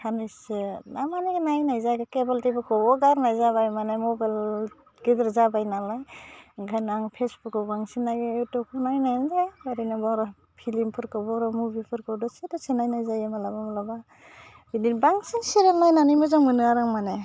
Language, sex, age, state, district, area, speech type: Bodo, female, 30-45, Assam, Udalguri, urban, spontaneous